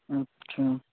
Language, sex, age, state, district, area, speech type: Hindi, male, 18-30, Bihar, Muzaffarpur, rural, conversation